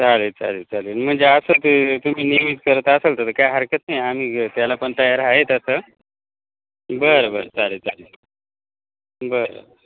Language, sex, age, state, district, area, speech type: Marathi, male, 45-60, Maharashtra, Nashik, urban, conversation